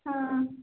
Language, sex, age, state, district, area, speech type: Punjabi, female, 18-30, Punjab, Hoshiarpur, rural, conversation